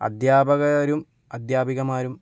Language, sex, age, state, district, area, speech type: Malayalam, male, 18-30, Kerala, Kozhikode, urban, spontaneous